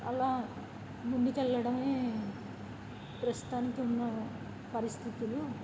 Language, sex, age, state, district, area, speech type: Telugu, female, 30-45, Andhra Pradesh, N T Rama Rao, urban, spontaneous